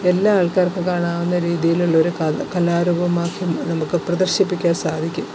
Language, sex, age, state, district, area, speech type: Malayalam, female, 45-60, Kerala, Alappuzha, rural, spontaneous